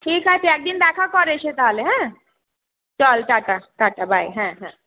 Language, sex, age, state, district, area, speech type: Bengali, female, 30-45, West Bengal, Hooghly, urban, conversation